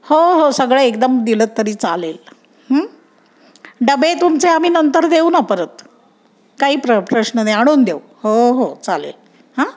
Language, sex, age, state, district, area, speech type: Marathi, female, 60+, Maharashtra, Pune, urban, spontaneous